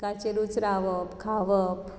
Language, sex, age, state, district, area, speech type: Goan Konkani, female, 45-60, Goa, Bardez, urban, spontaneous